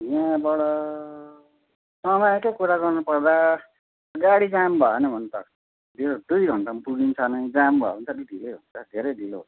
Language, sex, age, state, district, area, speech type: Nepali, male, 60+, West Bengal, Darjeeling, rural, conversation